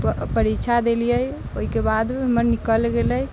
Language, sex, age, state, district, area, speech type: Maithili, female, 30-45, Bihar, Sitamarhi, rural, spontaneous